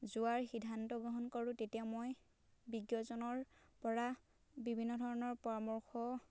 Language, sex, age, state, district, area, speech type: Assamese, female, 18-30, Assam, Dhemaji, rural, spontaneous